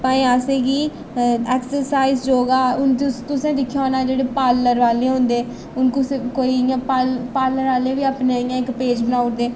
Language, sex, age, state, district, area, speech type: Dogri, female, 18-30, Jammu and Kashmir, Reasi, rural, spontaneous